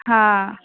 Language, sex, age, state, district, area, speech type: Sindhi, female, 18-30, Maharashtra, Thane, urban, conversation